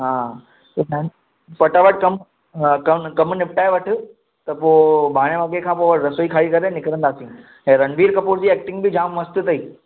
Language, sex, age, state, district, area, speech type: Sindhi, male, 18-30, Maharashtra, Mumbai Suburban, urban, conversation